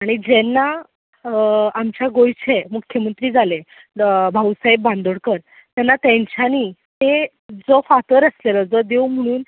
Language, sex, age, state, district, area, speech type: Goan Konkani, female, 18-30, Goa, Ponda, rural, conversation